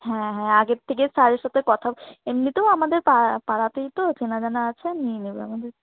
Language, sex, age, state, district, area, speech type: Bengali, female, 18-30, West Bengal, Alipurduar, rural, conversation